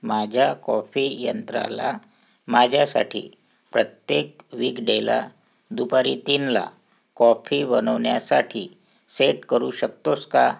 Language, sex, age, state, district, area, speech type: Marathi, male, 45-60, Maharashtra, Wardha, urban, read